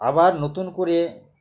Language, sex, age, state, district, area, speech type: Bengali, male, 60+, West Bengal, Uttar Dinajpur, urban, spontaneous